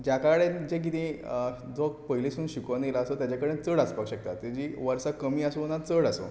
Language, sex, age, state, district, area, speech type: Goan Konkani, male, 18-30, Goa, Tiswadi, rural, spontaneous